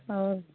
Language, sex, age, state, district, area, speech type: Hindi, female, 45-60, Uttar Pradesh, Pratapgarh, rural, conversation